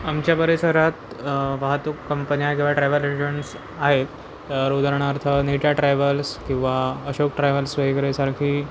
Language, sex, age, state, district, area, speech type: Marathi, male, 18-30, Maharashtra, Pune, urban, spontaneous